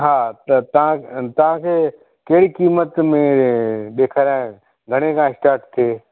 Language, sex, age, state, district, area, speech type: Sindhi, male, 45-60, Gujarat, Kutch, rural, conversation